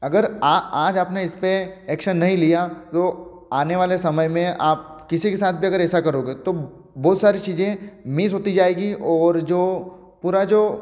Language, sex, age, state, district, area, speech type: Hindi, male, 18-30, Madhya Pradesh, Ujjain, rural, spontaneous